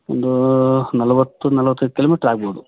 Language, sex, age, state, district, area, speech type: Kannada, male, 45-60, Karnataka, Chitradurga, rural, conversation